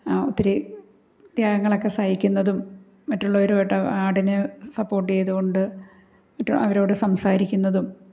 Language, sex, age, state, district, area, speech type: Malayalam, female, 45-60, Kerala, Malappuram, rural, spontaneous